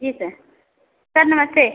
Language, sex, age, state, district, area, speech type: Hindi, female, 45-60, Uttar Pradesh, Azamgarh, rural, conversation